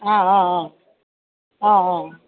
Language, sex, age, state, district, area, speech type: Assamese, female, 30-45, Assam, Sivasagar, rural, conversation